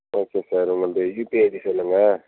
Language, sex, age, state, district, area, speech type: Tamil, male, 18-30, Tamil Nadu, Viluppuram, rural, conversation